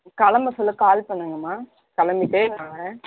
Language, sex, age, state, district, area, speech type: Tamil, female, 18-30, Tamil Nadu, Ranipet, rural, conversation